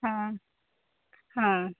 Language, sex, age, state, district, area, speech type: Odia, female, 18-30, Odisha, Koraput, urban, conversation